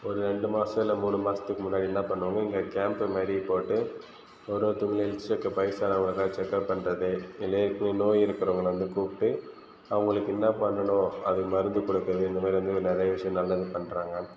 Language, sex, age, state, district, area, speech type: Tamil, male, 18-30, Tamil Nadu, Viluppuram, rural, spontaneous